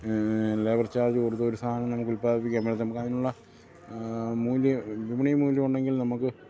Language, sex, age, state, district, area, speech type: Malayalam, male, 45-60, Kerala, Kottayam, rural, spontaneous